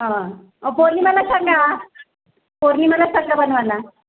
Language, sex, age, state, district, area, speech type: Marathi, female, 30-45, Maharashtra, Raigad, rural, conversation